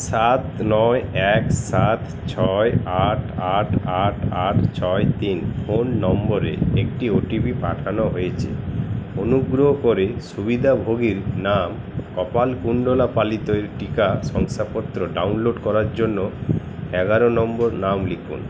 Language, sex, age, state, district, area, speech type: Bengali, male, 45-60, West Bengal, Paschim Bardhaman, urban, read